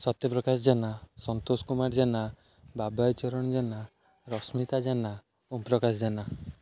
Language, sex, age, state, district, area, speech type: Odia, male, 18-30, Odisha, Jagatsinghpur, rural, spontaneous